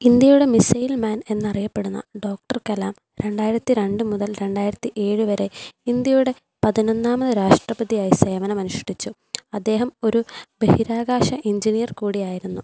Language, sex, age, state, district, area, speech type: Malayalam, female, 18-30, Kerala, Pathanamthitta, rural, spontaneous